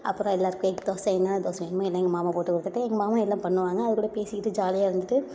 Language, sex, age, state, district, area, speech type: Tamil, female, 18-30, Tamil Nadu, Thanjavur, urban, spontaneous